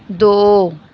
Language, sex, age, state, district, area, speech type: Punjabi, female, 45-60, Punjab, Bathinda, rural, read